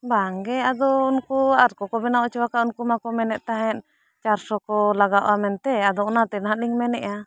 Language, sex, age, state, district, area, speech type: Santali, female, 45-60, Jharkhand, Bokaro, rural, spontaneous